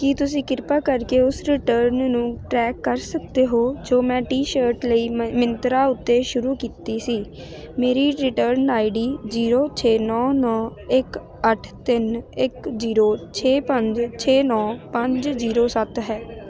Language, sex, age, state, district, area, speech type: Punjabi, female, 18-30, Punjab, Ludhiana, rural, read